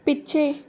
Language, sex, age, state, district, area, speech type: Punjabi, female, 18-30, Punjab, Gurdaspur, rural, read